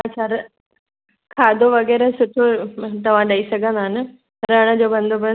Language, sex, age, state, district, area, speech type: Sindhi, female, 60+, Maharashtra, Thane, urban, conversation